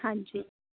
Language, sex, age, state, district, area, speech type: Punjabi, female, 18-30, Punjab, Tarn Taran, rural, conversation